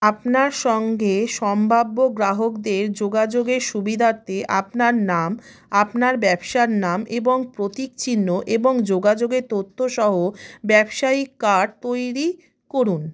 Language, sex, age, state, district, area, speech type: Bengali, female, 30-45, West Bengal, South 24 Parganas, rural, read